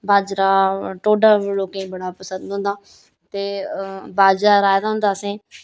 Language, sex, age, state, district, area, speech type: Dogri, female, 30-45, Jammu and Kashmir, Reasi, rural, spontaneous